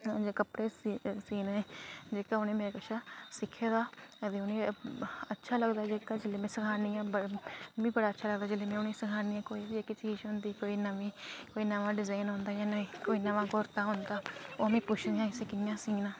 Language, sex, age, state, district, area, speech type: Dogri, female, 30-45, Jammu and Kashmir, Reasi, rural, spontaneous